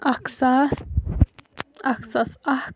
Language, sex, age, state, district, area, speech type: Kashmiri, female, 30-45, Jammu and Kashmir, Baramulla, urban, spontaneous